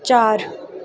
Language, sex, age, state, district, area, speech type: Punjabi, female, 18-30, Punjab, Gurdaspur, urban, read